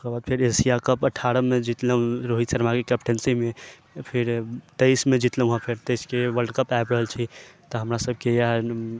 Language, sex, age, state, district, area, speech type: Maithili, male, 30-45, Bihar, Sitamarhi, rural, spontaneous